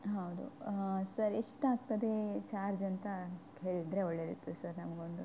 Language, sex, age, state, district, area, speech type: Kannada, female, 18-30, Karnataka, Udupi, rural, spontaneous